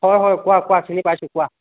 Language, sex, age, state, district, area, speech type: Assamese, male, 30-45, Assam, Charaideo, urban, conversation